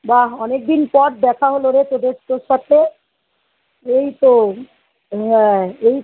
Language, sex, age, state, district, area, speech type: Bengali, female, 60+, West Bengal, Kolkata, urban, conversation